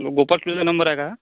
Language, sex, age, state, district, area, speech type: Marathi, male, 30-45, Maharashtra, Amravati, urban, conversation